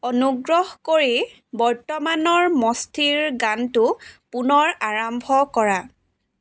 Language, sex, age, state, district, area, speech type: Assamese, female, 45-60, Assam, Dibrugarh, rural, read